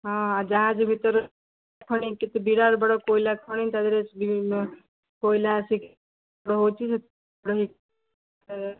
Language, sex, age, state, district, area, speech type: Odia, female, 30-45, Odisha, Jagatsinghpur, rural, conversation